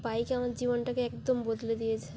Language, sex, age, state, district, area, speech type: Bengali, female, 30-45, West Bengal, Dakshin Dinajpur, urban, spontaneous